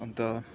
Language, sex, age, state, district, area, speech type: Nepali, male, 18-30, West Bengal, Kalimpong, rural, spontaneous